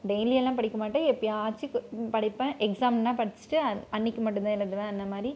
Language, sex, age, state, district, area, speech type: Tamil, female, 18-30, Tamil Nadu, Krishnagiri, rural, spontaneous